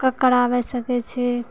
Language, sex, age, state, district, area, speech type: Maithili, female, 30-45, Bihar, Purnia, rural, spontaneous